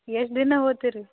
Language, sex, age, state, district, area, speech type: Kannada, female, 18-30, Karnataka, Gulbarga, urban, conversation